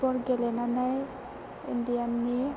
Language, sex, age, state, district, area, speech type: Bodo, female, 18-30, Assam, Chirang, rural, spontaneous